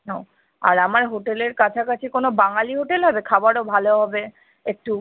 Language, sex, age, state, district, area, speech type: Bengali, female, 30-45, West Bengal, Kolkata, urban, conversation